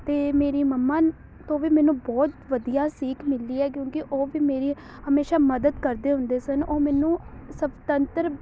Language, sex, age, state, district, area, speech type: Punjabi, female, 18-30, Punjab, Amritsar, urban, spontaneous